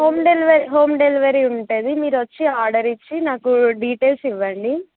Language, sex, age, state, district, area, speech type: Telugu, female, 18-30, Telangana, Jangaon, rural, conversation